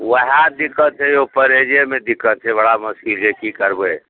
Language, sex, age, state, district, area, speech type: Maithili, male, 60+, Bihar, Araria, rural, conversation